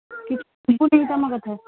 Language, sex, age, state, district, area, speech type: Odia, female, 45-60, Odisha, Angul, rural, conversation